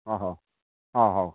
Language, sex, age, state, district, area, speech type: Odia, male, 60+, Odisha, Nayagarh, rural, conversation